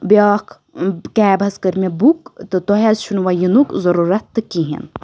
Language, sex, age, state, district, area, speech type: Kashmiri, female, 18-30, Jammu and Kashmir, Budgam, rural, spontaneous